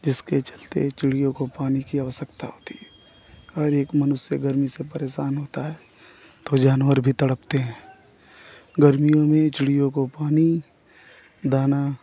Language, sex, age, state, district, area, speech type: Hindi, male, 30-45, Uttar Pradesh, Mau, rural, spontaneous